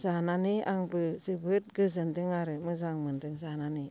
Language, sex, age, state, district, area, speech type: Bodo, female, 60+, Assam, Baksa, rural, spontaneous